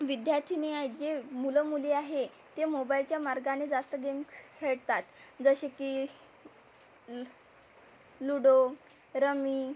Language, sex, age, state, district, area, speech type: Marathi, female, 18-30, Maharashtra, Amravati, urban, spontaneous